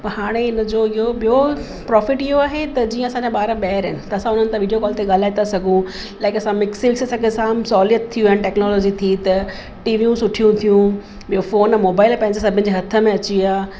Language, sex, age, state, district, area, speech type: Sindhi, female, 45-60, Gujarat, Kutch, rural, spontaneous